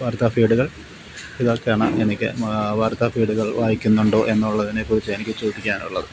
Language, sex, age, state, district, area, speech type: Malayalam, male, 45-60, Kerala, Alappuzha, rural, spontaneous